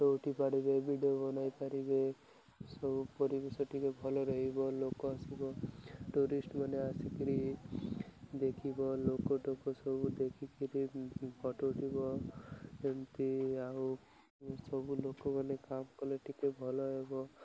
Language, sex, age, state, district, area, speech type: Odia, male, 18-30, Odisha, Malkangiri, urban, spontaneous